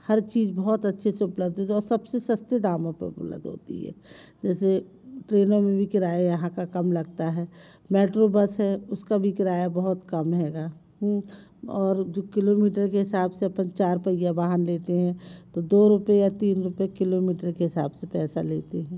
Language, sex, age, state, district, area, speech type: Hindi, female, 45-60, Madhya Pradesh, Jabalpur, urban, spontaneous